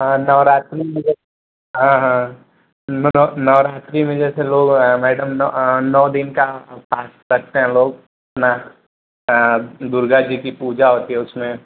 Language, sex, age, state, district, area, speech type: Hindi, male, 18-30, Uttar Pradesh, Ghazipur, urban, conversation